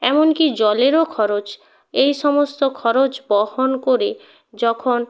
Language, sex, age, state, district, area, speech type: Bengali, female, 30-45, West Bengal, North 24 Parganas, rural, spontaneous